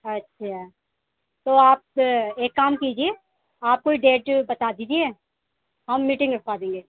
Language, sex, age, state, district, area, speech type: Urdu, female, 18-30, Delhi, East Delhi, urban, conversation